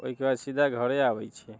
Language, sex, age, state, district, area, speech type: Maithili, male, 30-45, Bihar, Muzaffarpur, rural, spontaneous